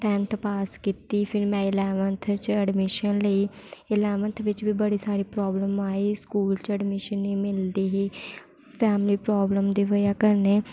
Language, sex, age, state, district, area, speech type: Dogri, female, 18-30, Jammu and Kashmir, Samba, rural, spontaneous